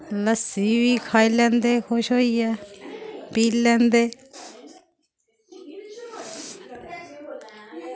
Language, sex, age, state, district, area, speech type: Dogri, female, 30-45, Jammu and Kashmir, Samba, rural, spontaneous